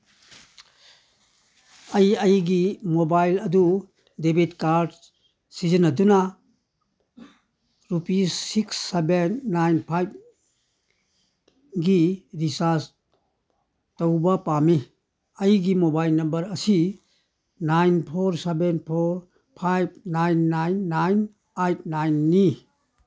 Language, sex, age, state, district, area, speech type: Manipuri, male, 60+, Manipur, Churachandpur, rural, read